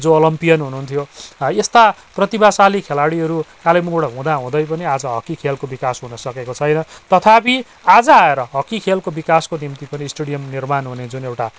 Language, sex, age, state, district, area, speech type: Nepali, male, 45-60, West Bengal, Kalimpong, rural, spontaneous